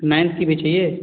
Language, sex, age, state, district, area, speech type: Hindi, male, 30-45, Uttar Pradesh, Azamgarh, rural, conversation